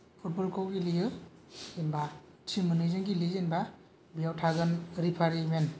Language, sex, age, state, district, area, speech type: Bodo, male, 18-30, Assam, Kokrajhar, rural, spontaneous